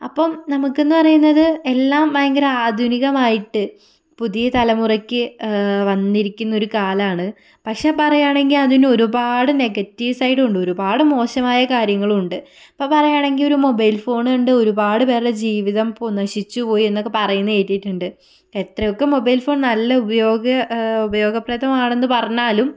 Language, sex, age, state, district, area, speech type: Malayalam, female, 18-30, Kerala, Kozhikode, rural, spontaneous